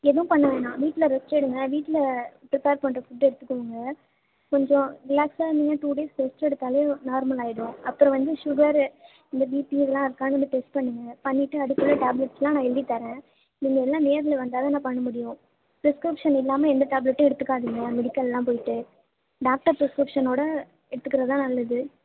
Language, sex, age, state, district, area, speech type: Tamil, female, 18-30, Tamil Nadu, Thanjavur, rural, conversation